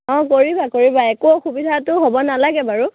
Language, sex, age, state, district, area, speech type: Assamese, female, 18-30, Assam, Biswanath, rural, conversation